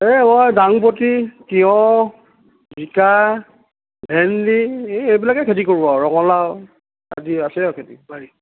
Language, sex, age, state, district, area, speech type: Assamese, male, 60+, Assam, Tinsukia, rural, conversation